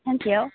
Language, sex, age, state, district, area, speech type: Bodo, female, 30-45, Assam, Udalguri, rural, conversation